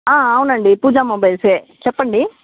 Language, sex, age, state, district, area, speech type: Telugu, female, 60+, Andhra Pradesh, Chittoor, rural, conversation